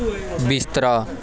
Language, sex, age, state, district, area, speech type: Punjabi, male, 18-30, Punjab, Pathankot, rural, read